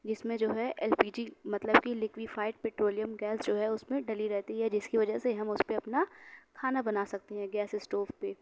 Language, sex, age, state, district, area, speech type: Urdu, female, 18-30, Uttar Pradesh, Mau, urban, spontaneous